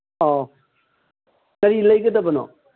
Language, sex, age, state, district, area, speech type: Manipuri, male, 60+, Manipur, Kangpokpi, urban, conversation